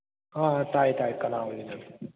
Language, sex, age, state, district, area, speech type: Manipuri, male, 18-30, Manipur, Kakching, rural, conversation